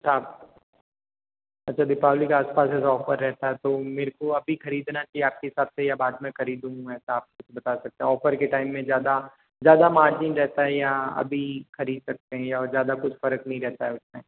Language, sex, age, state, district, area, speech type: Hindi, male, 18-30, Rajasthan, Jodhpur, urban, conversation